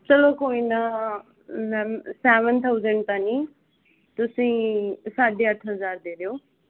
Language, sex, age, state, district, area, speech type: Punjabi, female, 18-30, Punjab, Fazilka, rural, conversation